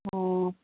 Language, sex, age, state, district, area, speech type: Manipuri, female, 30-45, Manipur, Kangpokpi, urban, conversation